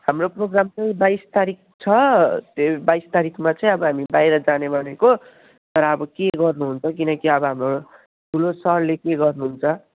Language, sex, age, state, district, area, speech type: Nepali, male, 45-60, West Bengal, Jalpaiguri, rural, conversation